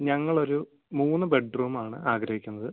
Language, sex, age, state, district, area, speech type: Malayalam, male, 45-60, Kerala, Wayanad, rural, conversation